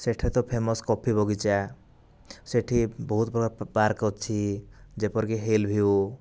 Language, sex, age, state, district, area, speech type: Odia, male, 18-30, Odisha, Kandhamal, rural, spontaneous